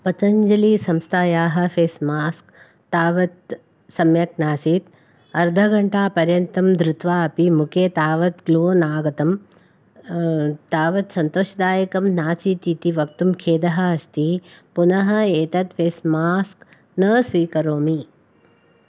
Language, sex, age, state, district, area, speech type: Sanskrit, female, 45-60, Karnataka, Bangalore Urban, urban, spontaneous